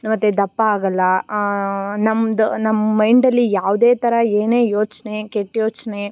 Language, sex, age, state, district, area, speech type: Kannada, female, 18-30, Karnataka, Tumkur, rural, spontaneous